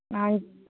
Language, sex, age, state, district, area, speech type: Nepali, female, 18-30, West Bengal, Jalpaiguri, rural, conversation